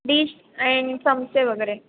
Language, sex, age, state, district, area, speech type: Marathi, female, 18-30, Maharashtra, Sindhudurg, rural, conversation